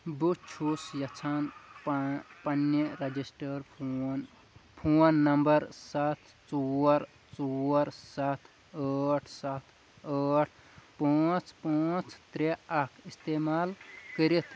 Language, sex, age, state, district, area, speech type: Kashmiri, male, 30-45, Jammu and Kashmir, Kulgam, rural, read